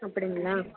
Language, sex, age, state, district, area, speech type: Tamil, female, 30-45, Tamil Nadu, Krishnagiri, rural, conversation